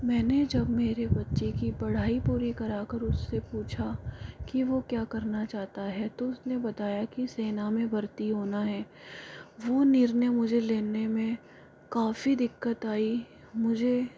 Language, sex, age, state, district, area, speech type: Hindi, female, 45-60, Rajasthan, Jaipur, urban, spontaneous